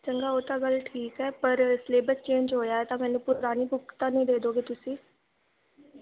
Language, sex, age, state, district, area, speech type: Punjabi, female, 18-30, Punjab, Fazilka, rural, conversation